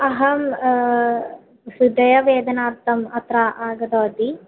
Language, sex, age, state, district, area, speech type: Sanskrit, female, 18-30, Kerala, Kannur, rural, conversation